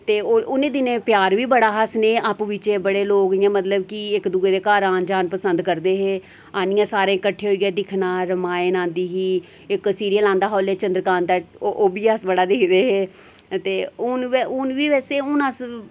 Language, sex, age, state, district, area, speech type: Dogri, female, 30-45, Jammu and Kashmir, Reasi, rural, spontaneous